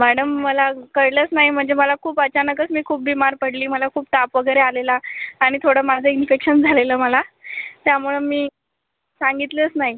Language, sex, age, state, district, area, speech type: Marathi, female, 18-30, Maharashtra, Buldhana, urban, conversation